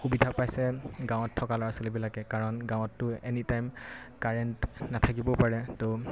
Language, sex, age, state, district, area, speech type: Assamese, male, 18-30, Assam, Golaghat, rural, spontaneous